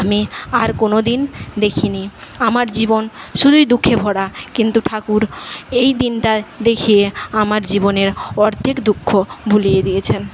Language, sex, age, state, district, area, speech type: Bengali, female, 45-60, West Bengal, Paschim Medinipur, rural, spontaneous